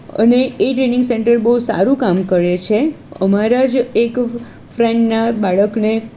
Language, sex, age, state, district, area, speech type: Gujarati, female, 45-60, Gujarat, Kheda, rural, spontaneous